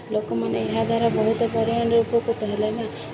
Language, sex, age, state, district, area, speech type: Odia, female, 30-45, Odisha, Sundergarh, urban, spontaneous